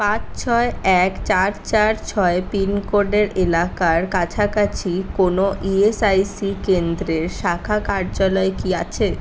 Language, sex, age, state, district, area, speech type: Bengali, female, 18-30, West Bengal, Paschim Bardhaman, rural, read